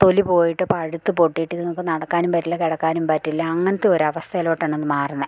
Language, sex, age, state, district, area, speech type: Malayalam, female, 45-60, Kerala, Idukki, rural, spontaneous